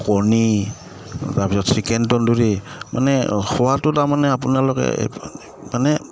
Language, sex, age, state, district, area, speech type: Assamese, male, 45-60, Assam, Udalguri, rural, spontaneous